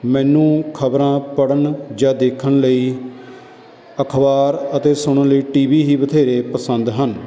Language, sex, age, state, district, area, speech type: Punjabi, male, 30-45, Punjab, Barnala, rural, spontaneous